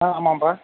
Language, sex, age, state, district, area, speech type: Tamil, male, 18-30, Tamil Nadu, Mayiladuthurai, urban, conversation